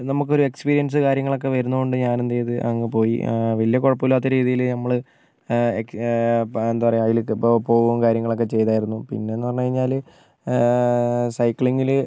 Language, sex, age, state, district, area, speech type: Malayalam, male, 18-30, Kerala, Wayanad, rural, spontaneous